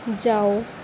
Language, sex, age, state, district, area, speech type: Punjabi, female, 18-30, Punjab, Mohali, rural, read